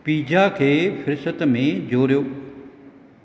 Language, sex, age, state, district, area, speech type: Sindhi, male, 45-60, Maharashtra, Thane, urban, read